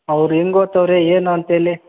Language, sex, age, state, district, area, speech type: Kannada, male, 60+, Karnataka, Kodagu, rural, conversation